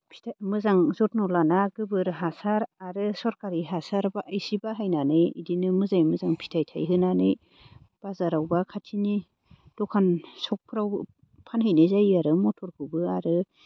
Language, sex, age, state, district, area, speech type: Bodo, female, 30-45, Assam, Baksa, rural, spontaneous